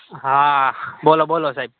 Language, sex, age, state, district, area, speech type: Gujarati, male, 18-30, Gujarat, Rajkot, urban, conversation